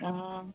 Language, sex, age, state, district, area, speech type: Assamese, female, 45-60, Assam, Dhemaji, urban, conversation